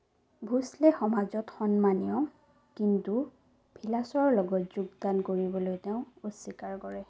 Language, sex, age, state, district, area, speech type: Assamese, female, 30-45, Assam, Sonitpur, rural, read